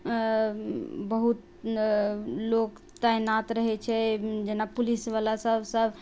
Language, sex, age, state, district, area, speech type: Maithili, female, 30-45, Bihar, Sitamarhi, urban, spontaneous